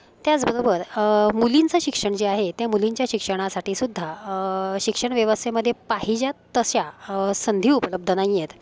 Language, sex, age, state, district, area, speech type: Marathi, female, 45-60, Maharashtra, Palghar, urban, spontaneous